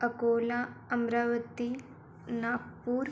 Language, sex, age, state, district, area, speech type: Marathi, female, 18-30, Maharashtra, Buldhana, rural, spontaneous